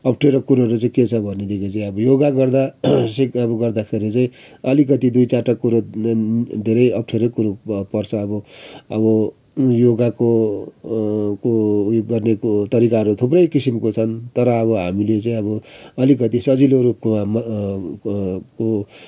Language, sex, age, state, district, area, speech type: Nepali, male, 60+, West Bengal, Kalimpong, rural, spontaneous